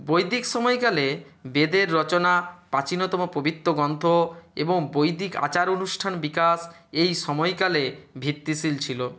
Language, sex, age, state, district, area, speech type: Bengali, male, 45-60, West Bengal, Nadia, rural, spontaneous